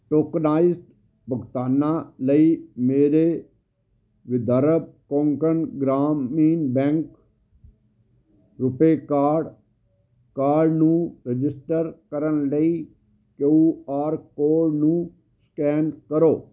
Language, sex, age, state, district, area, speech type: Punjabi, male, 60+, Punjab, Fazilka, rural, read